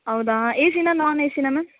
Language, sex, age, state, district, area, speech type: Kannada, female, 18-30, Karnataka, Bellary, rural, conversation